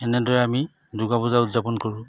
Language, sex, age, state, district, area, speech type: Assamese, male, 45-60, Assam, Charaideo, urban, spontaneous